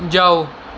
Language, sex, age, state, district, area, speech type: Punjabi, male, 18-30, Punjab, Mohali, rural, read